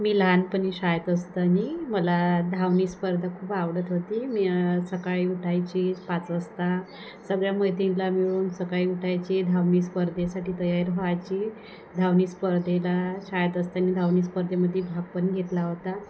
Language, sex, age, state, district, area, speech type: Marathi, female, 30-45, Maharashtra, Wardha, rural, spontaneous